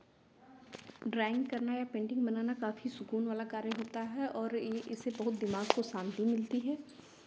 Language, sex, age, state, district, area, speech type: Hindi, female, 18-30, Uttar Pradesh, Chandauli, rural, spontaneous